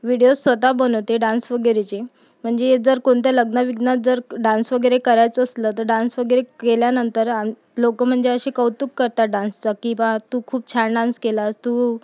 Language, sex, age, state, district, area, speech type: Marathi, female, 30-45, Maharashtra, Amravati, urban, spontaneous